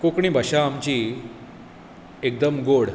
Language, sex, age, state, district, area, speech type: Goan Konkani, male, 45-60, Goa, Bardez, rural, spontaneous